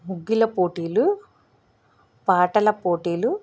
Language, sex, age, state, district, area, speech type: Telugu, female, 45-60, Andhra Pradesh, East Godavari, rural, spontaneous